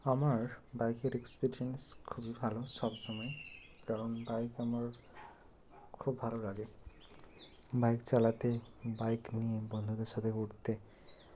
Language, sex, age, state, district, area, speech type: Bengali, male, 18-30, West Bengal, Bankura, urban, spontaneous